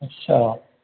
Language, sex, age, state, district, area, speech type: Dogri, male, 30-45, Jammu and Kashmir, Udhampur, rural, conversation